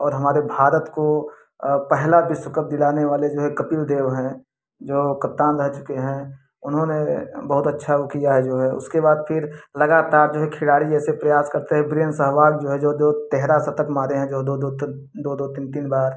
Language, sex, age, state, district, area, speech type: Hindi, male, 30-45, Uttar Pradesh, Prayagraj, urban, spontaneous